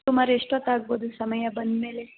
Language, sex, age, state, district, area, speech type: Kannada, female, 18-30, Karnataka, Tumkur, rural, conversation